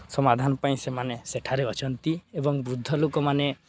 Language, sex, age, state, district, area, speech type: Odia, male, 18-30, Odisha, Balangir, urban, spontaneous